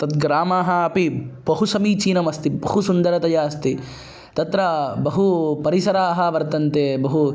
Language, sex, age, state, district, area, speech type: Sanskrit, male, 18-30, Andhra Pradesh, Kadapa, urban, spontaneous